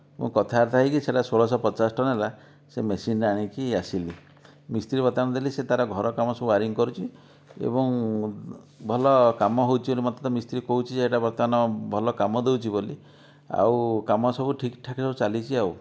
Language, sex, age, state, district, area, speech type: Odia, male, 45-60, Odisha, Dhenkanal, rural, spontaneous